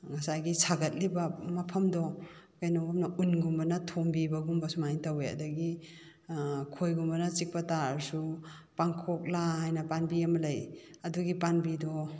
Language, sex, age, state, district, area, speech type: Manipuri, female, 45-60, Manipur, Kakching, rural, spontaneous